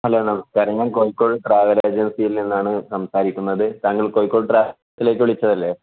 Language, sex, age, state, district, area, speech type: Malayalam, male, 18-30, Kerala, Kozhikode, rural, conversation